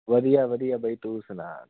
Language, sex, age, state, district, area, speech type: Punjabi, male, 18-30, Punjab, Muktsar, urban, conversation